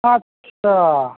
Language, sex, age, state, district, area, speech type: Bengali, male, 30-45, West Bengal, Howrah, urban, conversation